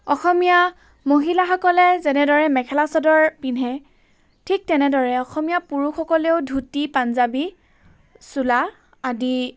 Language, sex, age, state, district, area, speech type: Assamese, female, 18-30, Assam, Charaideo, urban, spontaneous